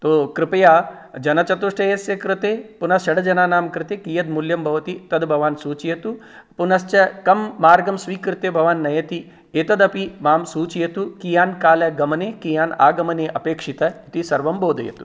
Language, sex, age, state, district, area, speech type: Sanskrit, male, 45-60, Rajasthan, Jaipur, urban, spontaneous